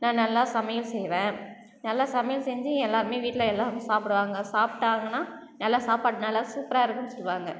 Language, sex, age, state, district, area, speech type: Tamil, female, 30-45, Tamil Nadu, Cuddalore, rural, spontaneous